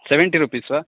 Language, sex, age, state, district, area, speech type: Sanskrit, male, 18-30, Karnataka, Belgaum, rural, conversation